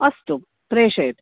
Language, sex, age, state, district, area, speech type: Sanskrit, female, 45-60, Karnataka, Dakshina Kannada, urban, conversation